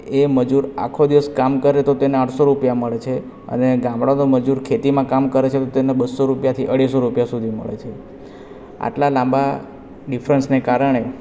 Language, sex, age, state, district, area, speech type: Gujarati, male, 18-30, Gujarat, Valsad, rural, spontaneous